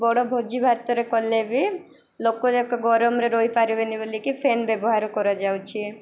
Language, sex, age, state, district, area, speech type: Odia, female, 18-30, Odisha, Koraput, urban, spontaneous